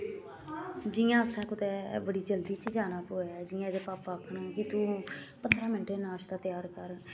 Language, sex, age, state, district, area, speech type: Dogri, female, 45-60, Jammu and Kashmir, Samba, urban, spontaneous